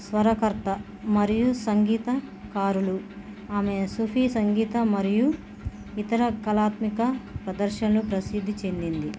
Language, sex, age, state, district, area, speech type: Telugu, female, 30-45, Telangana, Bhadradri Kothagudem, urban, spontaneous